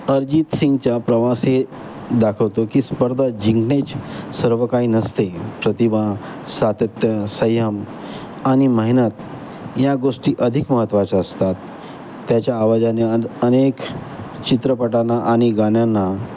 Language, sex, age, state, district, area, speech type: Marathi, male, 45-60, Maharashtra, Nagpur, urban, spontaneous